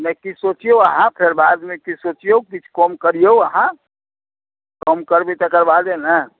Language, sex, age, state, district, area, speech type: Maithili, male, 45-60, Bihar, Madhubani, rural, conversation